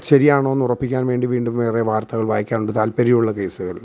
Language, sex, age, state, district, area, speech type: Malayalam, male, 45-60, Kerala, Alappuzha, rural, spontaneous